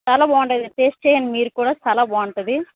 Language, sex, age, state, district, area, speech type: Telugu, female, 18-30, Andhra Pradesh, Vizianagaram, rural, conversation